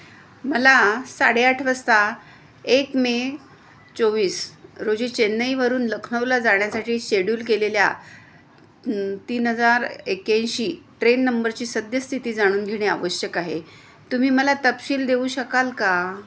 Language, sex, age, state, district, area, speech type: Marathi, female, 60+, Maharashtra, Kolhapur, urban, read